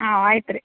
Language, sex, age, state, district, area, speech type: Kannada, female, 30-45, Karnataka, Dharwad, rural, conversation